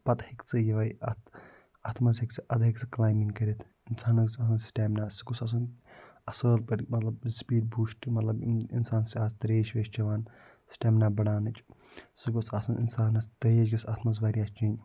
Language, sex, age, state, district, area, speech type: Kashmiri, male, 45-60, Jammu and Kashmir, Budgam, urban, spontaneous